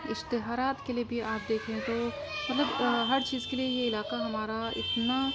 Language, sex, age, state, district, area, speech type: Urdu, female, 30-45, Uttar Pradesh, Gautam Buddha Nagar, rural, spontaneous